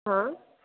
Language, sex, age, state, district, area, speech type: Hindi, female, 45-60, Bihar, Madhepura, rural, conversation